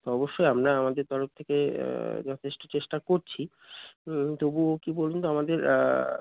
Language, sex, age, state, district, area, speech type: Bengali, male, 30-45, West Bengal, Darjeeling, urban, conversation